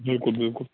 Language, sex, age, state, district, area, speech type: Kashmiri, male, 45-60, Jammu and Kashmir, Bandipora, rural, conversation